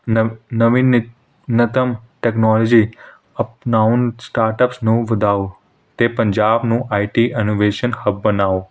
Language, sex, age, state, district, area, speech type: Punjabi, male, 18-30, Punjab, Hoshiarpur, urban, spontaneous